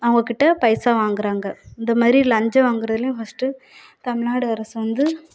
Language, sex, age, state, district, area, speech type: Tamil, female, 30-45, Tamil Nadu, Thoothukudi, urban, spontaneous